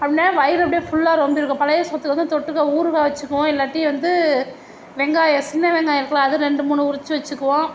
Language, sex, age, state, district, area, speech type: Tamil, female, 60+, Tamil Nadu, Mayiladuthurai, urban, spontaneous